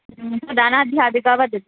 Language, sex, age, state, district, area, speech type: Sanskrit, female, 18-30, Kerala, Thrissur, rural, conversation